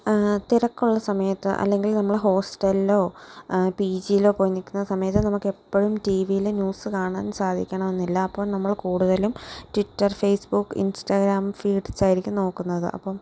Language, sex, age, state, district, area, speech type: Malayalam, female, 18-30, Kerala, Alappuzha, rural, spontaneous